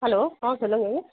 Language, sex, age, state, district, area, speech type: Tamil, female, 30-45, Tamil Nadu, Salem, rural, conversation